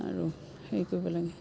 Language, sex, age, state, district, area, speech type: Assamese, female, 45-60, Assam, Biswanath, rural, spontaneous